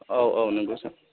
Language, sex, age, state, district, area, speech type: Bodo, male, 30-45, Assam, Kokrajhar, rural, conversation